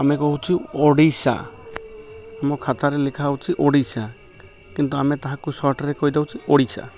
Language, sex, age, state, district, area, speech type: Odia, male, 30-45, Odisha, Malkangiri, urban, spontaneous